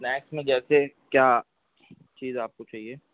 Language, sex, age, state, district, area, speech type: Urdu, male, 18-30, Uttar Pradesh, Balrampur, rural, conversation